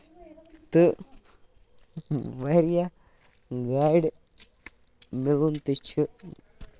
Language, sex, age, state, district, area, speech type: Kashmiri, male, 18-30, Jammu and Kashmir, Baramulla, rural, spontaneous